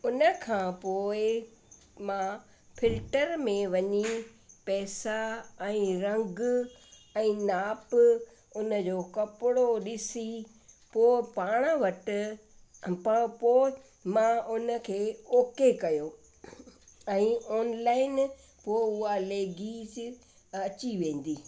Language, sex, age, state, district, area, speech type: Sindhi, female, 60+, Rajasthan, Ajmer, urban, spontaneous